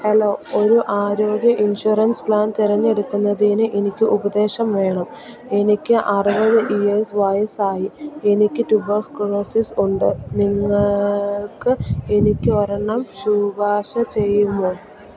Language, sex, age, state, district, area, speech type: Malayalam, female, 18-30, Kerala, Idukki, rural, read